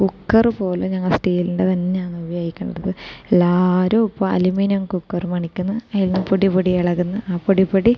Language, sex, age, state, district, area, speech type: Malayalam, female, 30-45, Kerala, Kasaragod, rural, spontaneous